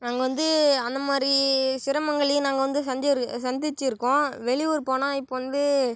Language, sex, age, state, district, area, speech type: Tamil, male, 18-30, Tamil Nadu, Cuddalore, rural, spontaneous